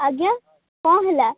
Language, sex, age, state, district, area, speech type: Odia, female, 18-30, Odisha, Kendrapara, urban, conversation